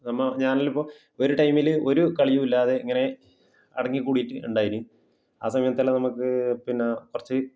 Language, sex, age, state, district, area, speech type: Malayalam, male, 30-45, Kerala, Kasaragod, rural, spontaneous